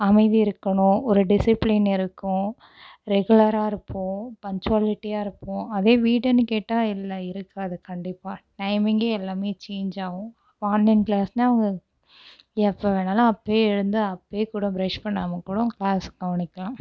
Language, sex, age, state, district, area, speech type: Tamil, female, 18-30, Tamil Nadu, Cuddalore, urban, spontaneous